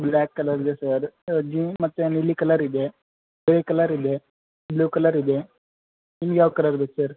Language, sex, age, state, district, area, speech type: Kannada, male, 18-30, Karnataka, Gadag, rural, conversation